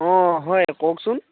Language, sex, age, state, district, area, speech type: Assamese, male, 18-30, Assam, Dhemaji, rural, conversation